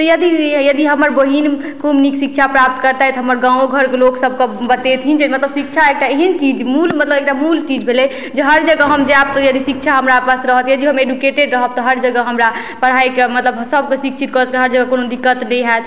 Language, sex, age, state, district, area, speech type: Maithili, female, 18-30, Bihar, Madhubani, rural, spontaneous